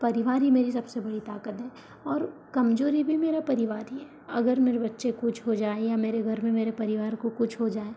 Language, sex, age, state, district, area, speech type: Hindi, female, 30-45, Madhya Pradesh, Balaghat, rural, spontaneous